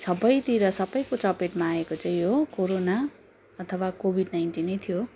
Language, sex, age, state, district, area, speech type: Nepali, female, 18-30, West Bengal, Darjeeling, rural, spontaneous